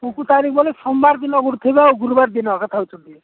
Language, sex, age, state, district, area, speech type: Odia, male, 45-60, Odisha, Nabarangpur, rural, conversation